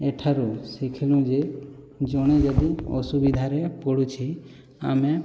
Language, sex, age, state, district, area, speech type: Odia, male, 18-30, Odisha, Boudh, rural, spontaneous